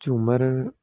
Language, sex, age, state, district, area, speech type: Punjabi, male, 18-30, Punjab, Hoshiarpur, urban, spontaneous